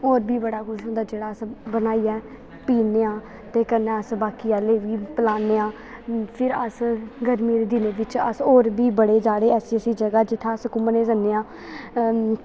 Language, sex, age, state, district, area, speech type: Dogri, female, 18-30, Jammu and Kashmir, Kathua, rural, spontaneous